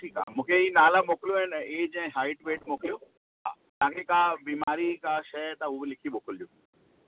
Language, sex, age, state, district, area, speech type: Sindhi, male, 30-45, Delhi, South Delhi, urban, conversation